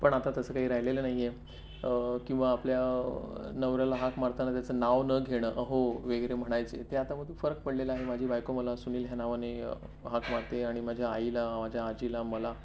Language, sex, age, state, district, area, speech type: Marathi, male, 30-45, Maharashtra, Palghar, rural, spontaneous